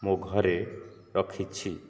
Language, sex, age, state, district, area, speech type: Odia, male, 30-45, Odisha, Nayagarh, rural, spontaneous